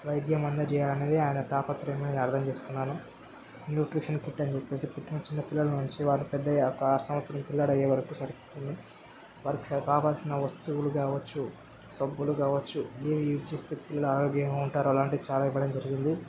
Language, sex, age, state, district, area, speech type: Telugu, male, 18-30, Telangana, Medchal, urban, spontaneous